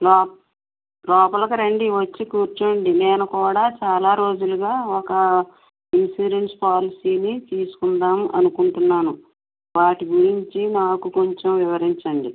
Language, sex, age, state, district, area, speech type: Telugu, female, 60+, Andhra Pradesh, West Godavari, rural, conversation